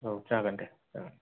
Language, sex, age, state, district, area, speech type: Bodo, male, 18-30, Assam, Kokrajhar, rural, conversation